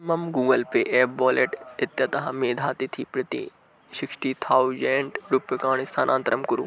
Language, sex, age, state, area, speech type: Sanskrit, male, 18-30, Madhya Pradesh, urban, read